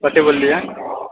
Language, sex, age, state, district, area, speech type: Maithili, male, 18-30, Bihar, Muzaffarpur, rural, conversation